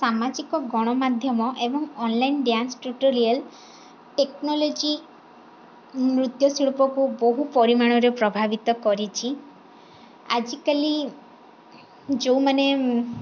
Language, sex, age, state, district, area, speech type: Odia, female, 18-30, Odisha, Sundergarh, urban, spontaneous